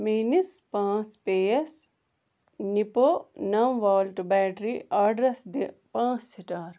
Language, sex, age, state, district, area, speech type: Kashmiri, female, 30-45, Jammu and Kashmir, Ganderbal, rural, read